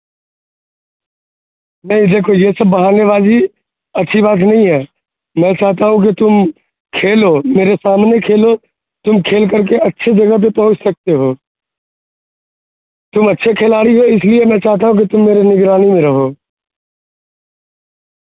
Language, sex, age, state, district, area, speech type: Urdu, male, 18-30, Bihar, Madhubani, rural, conversation